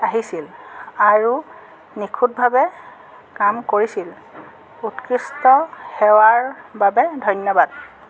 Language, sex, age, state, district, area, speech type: Assamese, female, 45-60, Assam, Jorhat, urban, read